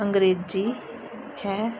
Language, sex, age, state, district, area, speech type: Punjabi, female, 30-45, Punjab, Gurdaspur, urban, spontaneous